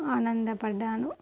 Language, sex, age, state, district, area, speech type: Telugu, female, 30-45, Telangana, Karimnagar, rural, spontaneous